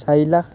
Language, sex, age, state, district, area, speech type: Assamese, male, 18-30, Assam, Sivasagar, rural, spontaneous